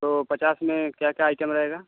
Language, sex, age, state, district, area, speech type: Hindi, male, 30-45, Uttar Pradesh, Mau, urban, conversation